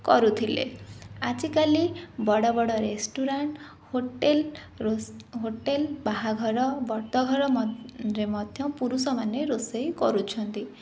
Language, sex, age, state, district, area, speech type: Odia, female, 30-45, Odisha, Jajpur, rural, spontaneous